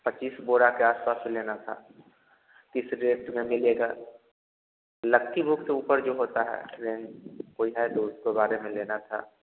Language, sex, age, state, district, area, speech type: Hindi, male, 30-45, Bihar, Vaishali, rural, conversation